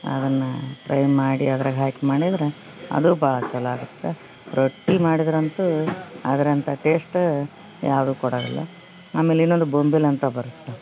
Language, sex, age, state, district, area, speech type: Kannada, female, 30-45, Karnataka, Koppal, urban, spontaneous